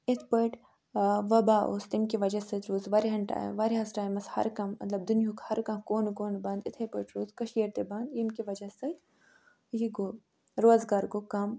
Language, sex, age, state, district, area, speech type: Kashmiri, female, 60+, Jammu and Kashmir, Ganderbal, urban, spontaneous